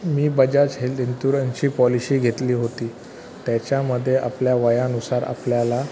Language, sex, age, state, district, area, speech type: Marathi, male, 30-45, Maharashtra, Thane, urban, spontaneous